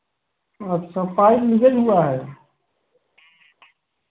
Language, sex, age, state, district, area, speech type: Hindi, male, 30-45, Uttar Pradesh, Prayagraj, rural, conversation